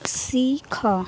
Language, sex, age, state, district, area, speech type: Odia, female, 18-30, Odisha, Balangir, urban, read